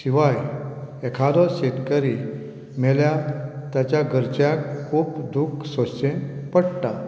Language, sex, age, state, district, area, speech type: Goan Konkani, female, 60+, Goa, Canacona, rural, spontaneous